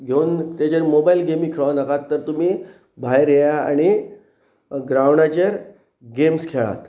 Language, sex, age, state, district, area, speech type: Goan Konkani, male, 45-60, Goa, Pernem, rural, spontaneous